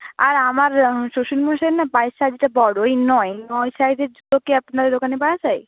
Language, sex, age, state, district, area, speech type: Bengali, female, 18-30, West Bengal, Purba Medinipur, rural, conversation